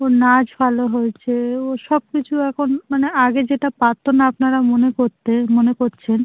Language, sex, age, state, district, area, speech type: Bengali, female, 30-45, West Bengal, North 24 Parganas, rural, conversation